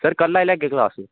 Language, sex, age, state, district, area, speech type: Dogri, male, 18-30, Jammu and Kashmir, Kathua, rural, conversation